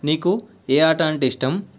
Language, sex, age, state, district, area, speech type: Telugu, male, 18-30, Telangana, Medak, rural, spontaneous